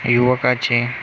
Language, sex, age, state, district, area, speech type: Marathi, male, 30-45, Maharashtra, Amravati, urban, spontaneous